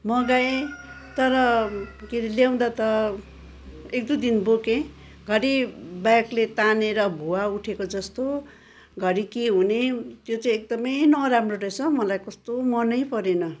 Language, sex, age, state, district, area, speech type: Nepali, female, 60+, West Bengal, Kalimpong, rural, spontaneous